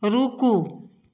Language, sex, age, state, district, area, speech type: Maithili, female, 45-60, Bihar, Samastipur, rural, read